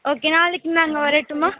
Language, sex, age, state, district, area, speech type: Tamil, female, 18-30, Tamil Nadu, Pudukkottai, rural, conversation